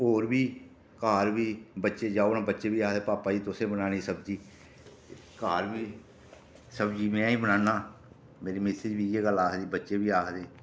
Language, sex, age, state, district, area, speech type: Dogri, male, 30-45, Jammu and Kashmir, Reasi, rural, spontaneous